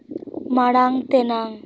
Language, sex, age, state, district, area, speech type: Santali, female, 18-30, West Bengal, Purba Bardhaman, rural, read